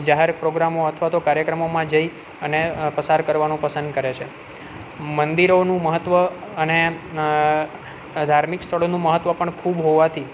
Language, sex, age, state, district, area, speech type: Gujarati, male, 30-45, Gujarat, Junagadh, urban, spontaneous